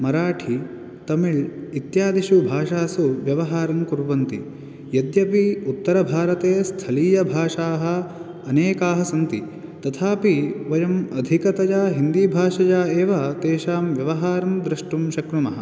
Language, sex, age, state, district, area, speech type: Sanskrit, male, 18-30, Karnataka, Uttara Kannada, rural, spontaneous